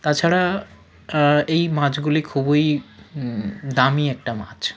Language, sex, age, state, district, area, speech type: Bengali, male, 45-60, West Bengal, South 24 Parganas, rural, spontaneous